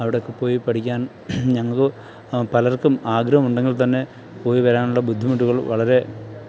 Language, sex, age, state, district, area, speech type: Malayalam, male, 30-45, Kerala, Thiruvananthapuram, rural, spontaneous